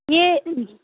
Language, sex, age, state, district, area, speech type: Urdu, female, 18-30, Uttar Pradesh, Lucknow, rural, conversation